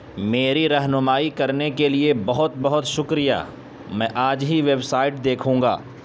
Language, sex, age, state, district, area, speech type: Urdu, male, 18-30, Uttar Pradesh, Saharanpur, urban, read